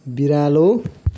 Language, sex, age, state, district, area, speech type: Nepali, male, 45-60, West Bengal, Kalimpong, rural, read